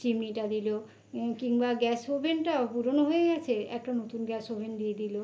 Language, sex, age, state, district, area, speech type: Bengali, female, 45-60, West Bengal, North 24 Parganas, urban, spontaneous